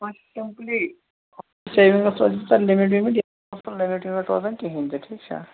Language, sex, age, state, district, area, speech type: Kashmiri, male, 30-45, Jammu and Kashmir, Kupwara, rural, conversation